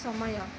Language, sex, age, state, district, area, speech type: Odia, female, 30-45, Odisha, Sundergarh, urban, read